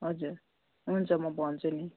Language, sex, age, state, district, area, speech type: Nepali, female, 30-45, West Bengal, Kalimpong, rural, conversation